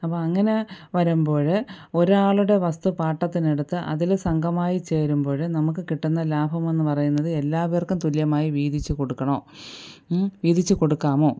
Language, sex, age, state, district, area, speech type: Malayalam, female, 45-60, Kerala, Thiruvananthapuram, urban, spontaneous